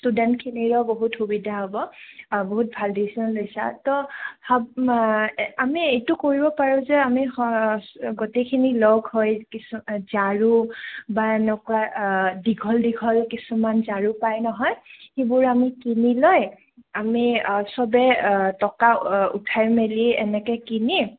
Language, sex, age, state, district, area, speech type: Assamese, female, 18-30, Assam, Goalpara, urban, conversation